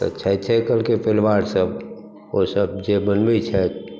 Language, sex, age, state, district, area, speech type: Maithili, male, 60+, Bihar, Madhubani, urban, spontaneous